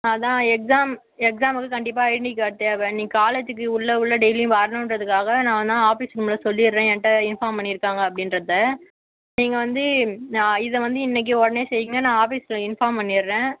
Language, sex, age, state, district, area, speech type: Tamil, female, 60+, Tamil Nadu, Cuddalore, rural, conversation